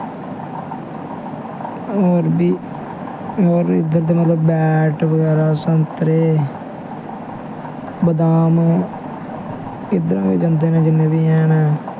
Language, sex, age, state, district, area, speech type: Dogri, male, 18-30, Jammu and Kashmir, Samba, rural, spontaneous